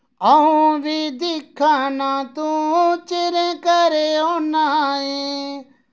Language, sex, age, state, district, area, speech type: Dogri, male, 30-45, Jammu and Kashmir, Reasi, rural, spontaneous